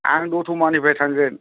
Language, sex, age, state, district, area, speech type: Bodo, male, 60+, Assam, Kokrajhar, urban, conversation